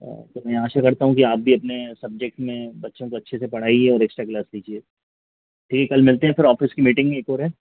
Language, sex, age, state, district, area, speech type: Hindi, male, 45-60, Madhya Pradesh, Hoshangabad, rural, conversation